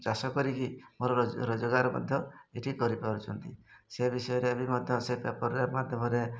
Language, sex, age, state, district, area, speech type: Odia, male, 45-60, Odisha, Mayurbhanj, rural, spontaneous